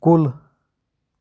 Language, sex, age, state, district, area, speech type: Kashmiri, male, 30-45, Jammu and Kashmir, Pulwama, rural, read